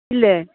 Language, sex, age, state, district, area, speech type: Malayalam, female, 45-60, Kerala, Thiruvananthapuram, urban, conversation